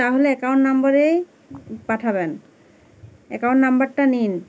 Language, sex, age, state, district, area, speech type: Bengali, female, 18-30, West Bengal, Uttar Dinajpur, urban, spontaneous